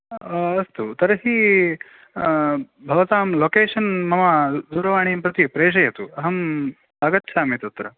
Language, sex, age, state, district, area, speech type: Sanskrit, male, 18-30, Karnataka, Uttara Kannada, rural, conversation